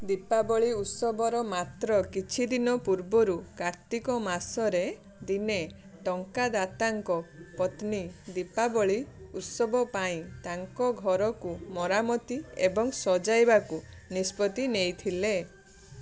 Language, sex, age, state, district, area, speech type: Odia, female, 30-45, Odisha, Balasore, rural, read